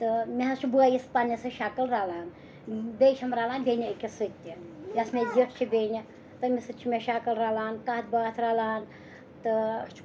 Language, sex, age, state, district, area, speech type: Kashmiri, female, 45-60, Jammu and Kashmir, Srinagar, urban, spontaneous